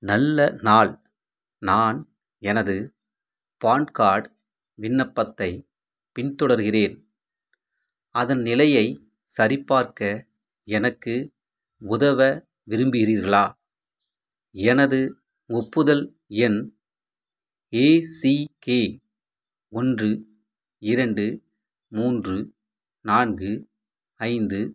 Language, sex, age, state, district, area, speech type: Tamil, male, 45-60, Tamil Nadu, Madurai, rural, read